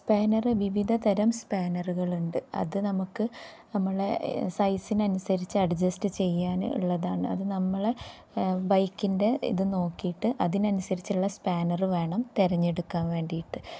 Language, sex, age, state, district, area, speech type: Malayalam, female, 30-45, Kerala, Kozhikode, rural, spontaneous